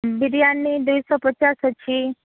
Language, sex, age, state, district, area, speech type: Odia, female, 18-30, Odisha, Koraput, urban, conversation